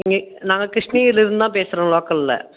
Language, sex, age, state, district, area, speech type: Tamil, female, 60+, Tamil Nadu, Krishnagiri, rural, conversation